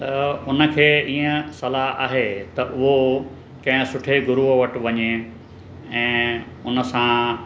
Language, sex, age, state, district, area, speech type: Sindhi, male, 60+, Maharashtra, Mumbai Suburban, urban, spontaneous